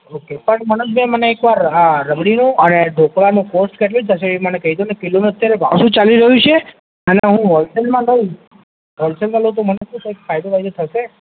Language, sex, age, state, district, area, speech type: Gujarati, male, 18-30, Gujarat, Ahmedabad, urban, conversation